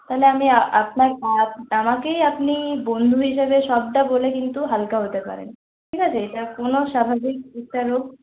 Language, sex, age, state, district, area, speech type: Bengali, female, 60+, West Bengal, Purulia, urban, conversation